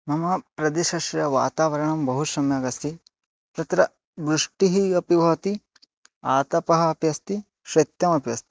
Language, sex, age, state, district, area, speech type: Sanskrit, male, 18-30, Odisha, Bargarh, rural, spontaneous